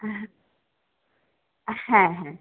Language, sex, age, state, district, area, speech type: Bengali, female, 18-30, West Bengal, Howrah, urban, conversation